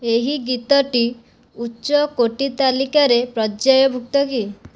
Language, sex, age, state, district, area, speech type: Odia, female, 18-30, Odisha, Jajpur, rural, read